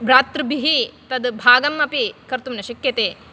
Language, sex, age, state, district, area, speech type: Sanskrit, female, 30-45, Karnataka, Dakshina Kannada, rural, spontaneous